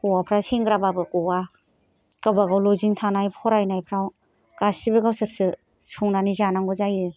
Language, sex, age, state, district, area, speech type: Bodo, female, 60+, Assam, Kokrajhar, urban, spontaneous